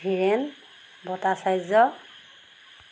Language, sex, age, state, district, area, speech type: Assamese, female, 30-45, Assam, Golaghat, rural, spontaneous